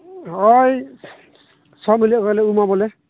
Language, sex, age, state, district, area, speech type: Santali, male, 18-30, West Bengal, Uttar Dinajpur, rural, conversation